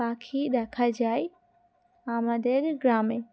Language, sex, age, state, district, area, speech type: Bengali, female, 18-30, West Bengal, Dakshin Dinajpur, urban, spontaneous